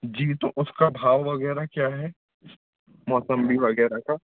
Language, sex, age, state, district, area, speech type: Hindi, male, 18-30, Madhya Pradesh, Jabalpur, urban, conversation